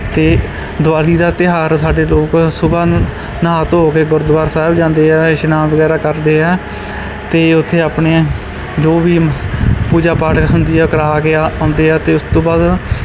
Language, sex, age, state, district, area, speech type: Punjabi, male, 30-45, Punjab, Bathinda, rural, spontaneous